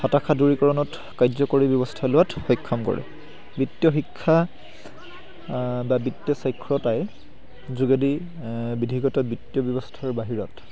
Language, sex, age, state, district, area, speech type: Assamese, male, 18-30, Assam, Charaideo, urban, spontaneous